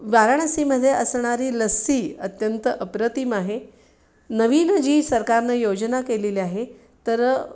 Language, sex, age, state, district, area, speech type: Marathi, female, 45-60, Maharashtra, Sangli, urban, spontaneous